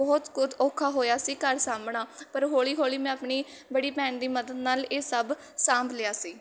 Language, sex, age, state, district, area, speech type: Punjabi, female, 18-30, Punjab, Mohali, rural, spontaneous